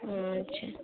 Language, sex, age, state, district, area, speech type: Bengali, female, 18-30, West Bengal, Cooch Behar, rural, conversation